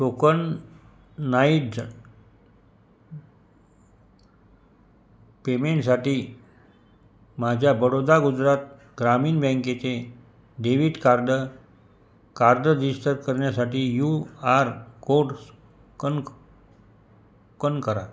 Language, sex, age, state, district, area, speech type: Marathi, male, 45-60, Maharashtra, Buldhana, rural, read